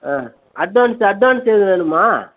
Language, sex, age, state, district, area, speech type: Tamil, male, 60+, Tamil Nadu, Perambalur, urban, conversation